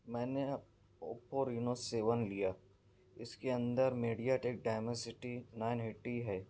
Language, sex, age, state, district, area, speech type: Urdu, male, 45-60, Maharashtra, Nashik, urban, spontaneous